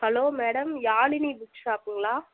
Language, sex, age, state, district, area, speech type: Tamil, female, 30-45, Tamil Nadu, Coimbatore, rural, conversation